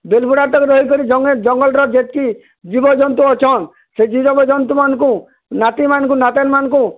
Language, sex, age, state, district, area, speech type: Odia, male, 60+, Odisha, Bargarh, urban, conversation